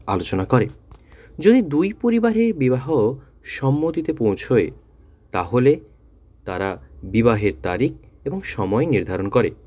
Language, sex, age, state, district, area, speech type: Bengali, male, 30-45, West Bengal, South 24 Parganas, rural, spontaneous